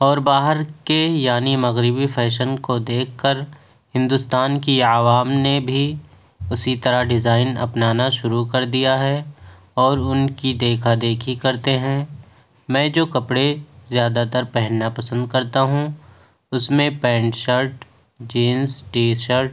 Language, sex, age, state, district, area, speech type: Urdu, male, 18-30, Uttar Pradesh, Ghaziabad, urban, spontaneous